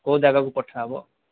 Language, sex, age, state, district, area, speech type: Odia, male, 45-60, Odisha, Kandhamal, rural, conversation